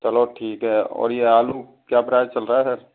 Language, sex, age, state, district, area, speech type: Hindi, male, 45-60, Rajasthan, Karauli, rural, conversation